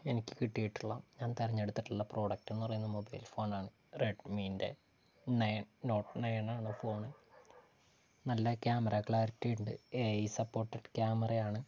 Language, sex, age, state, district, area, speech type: Malayalam, male, 18-30, Kerala, Wayanad, rural, spontaneous